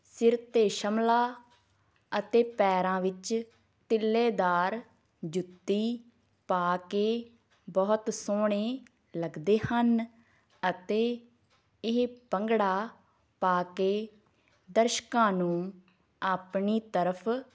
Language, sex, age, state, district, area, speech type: Punjabi, female, 18-30, Punjab, Fazilka, rural, spontaneous